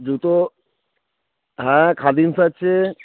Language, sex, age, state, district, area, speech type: Bengali, male, 30-45, West Bengal, Darjeeling, rural, conversation